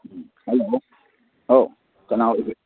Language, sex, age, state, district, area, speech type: Manipuri, male, 18-30, Manipur, Churachandpur, rural, conversation